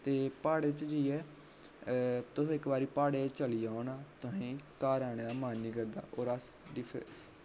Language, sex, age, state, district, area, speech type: Dogri, male, 18-30, Jammu and Kashmir, Jammu, urban, spontaneous